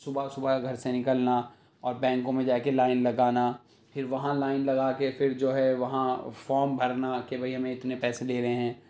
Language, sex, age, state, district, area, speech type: Urdu, male, 30-45, Delhi, South Delhi, rural, spontaneous